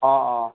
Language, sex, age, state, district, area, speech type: Assamese, male, 18-30, Assam, Nalbari, rural, conversation